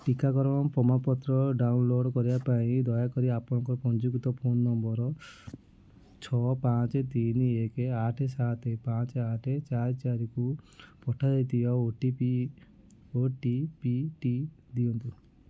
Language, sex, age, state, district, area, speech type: Odia, male, 30-45, Odisha, Kendujhar, urban, read